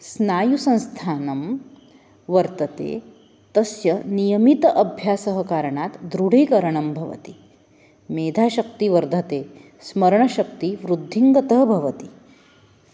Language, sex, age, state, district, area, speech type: Sanskrit, female, 30-45, Maharashtra, Nagpur, urban, spontaneous